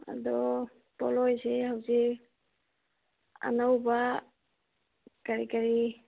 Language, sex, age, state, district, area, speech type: Manipuri, female, 45-60, Manipur, Churachandpur, urban, conversation